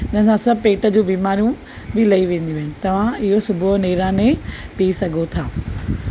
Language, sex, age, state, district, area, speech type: Sindhi, female, 45-60, Maharashtra, Thane, urban, spontaneous